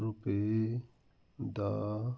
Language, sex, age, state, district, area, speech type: Punjabi, male, 45-60, Punjab, Fazilka, rural, read